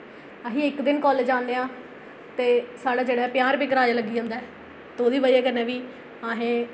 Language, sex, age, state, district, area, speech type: Dogri, female, 18-30, Jammu and Kashmir, Jammu, rural, spontaneous